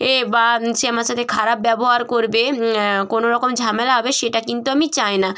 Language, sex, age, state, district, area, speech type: Bengali, female, 30-45, West Bengal, Jalpaiguri, rural, spontaneous